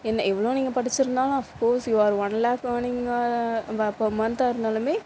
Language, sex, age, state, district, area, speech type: Tamil, female, 60+, Tamil Nadu, Mayiladuthurai, rural, spontaneous